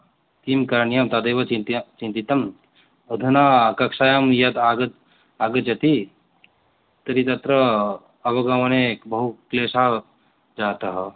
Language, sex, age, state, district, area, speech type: Sanskrit, male, 18-30, West Bengal, Cooch Behar, rural, conversation